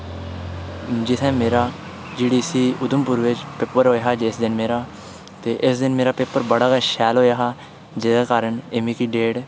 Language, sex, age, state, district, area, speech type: Dogri, male, 18-30, Jammu and Kashmir, Udhampur, rural, spontaneous